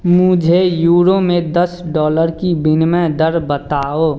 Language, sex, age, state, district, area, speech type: Hindi, male, 18-30, Bihar, Samastipur, rural, read